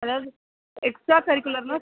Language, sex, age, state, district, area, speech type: Tamil, male, 30-45, Tamil Nadu, Cuddalore, urban, conversation